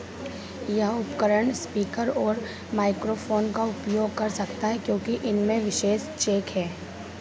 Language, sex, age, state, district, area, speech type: Hindi, female, 18-30, Madhya Pradesh, Harda, urban, read